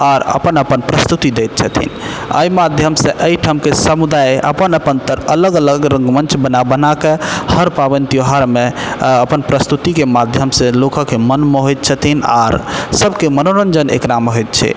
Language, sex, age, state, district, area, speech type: Maithili, male, 18-30, Bihar, Purnia, urban, spontaneous